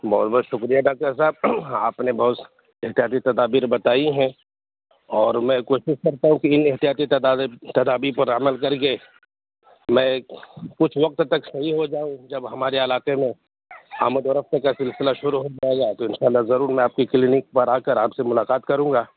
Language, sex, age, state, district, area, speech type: Urdu, male, 18-30, Bihar, Purnia, rural, conversation